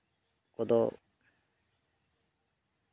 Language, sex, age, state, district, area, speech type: Santali, male, 30-45, West Bengal, Birbhum, rural, spontaneous